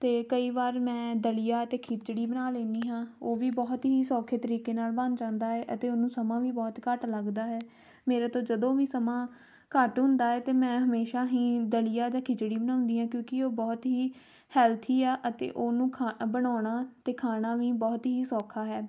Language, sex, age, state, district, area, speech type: Punjabi, female, 18-30, Punjab, Tarn Taran, rural, spontaneous